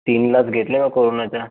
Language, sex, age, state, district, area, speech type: Marathi, male, 18-30, Maharashtra, Buldhana, rural, conversation